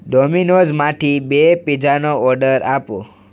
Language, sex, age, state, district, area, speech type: Gujarati, male, 18-30, Gujarat, Surat, rural, read